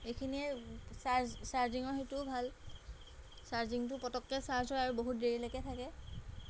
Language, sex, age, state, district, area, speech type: Assamese, female, 18-30, Assam, Golaghat, urban, spontaneous